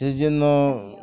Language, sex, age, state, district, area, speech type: Bengali, male, 45-60, West Bengal, Uttar Dinajpur, urban, spontaneous